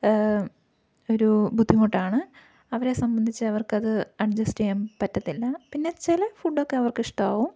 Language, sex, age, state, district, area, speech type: Malayalam, female, 18-30, Kerala, Idukki, rural, spontaneous